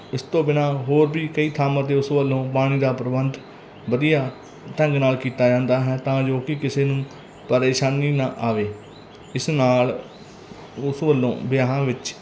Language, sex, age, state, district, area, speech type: Punjabi, male, 30-45, Punjab, Mansa, urban, spontaneous